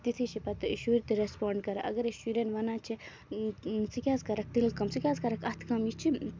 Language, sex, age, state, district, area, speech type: Kashmiri, female, 18-30, Jammu and Kashmir, Baramulla, rural, spontaneous